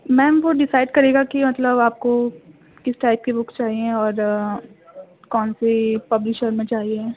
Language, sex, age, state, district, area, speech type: Urdu, female, 18-30, Delhi, East Delhi, urban, conversation